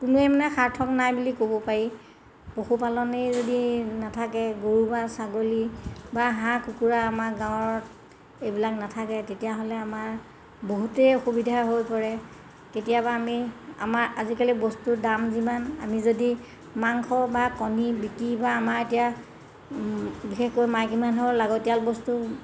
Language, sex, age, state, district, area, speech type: Assamese, female, 60+, Assam, Golaghat, urban, spontaneous